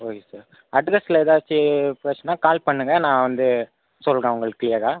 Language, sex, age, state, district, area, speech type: Tamil, male, 30-45, Tamil Nadu, Viluppuram, rural, conversation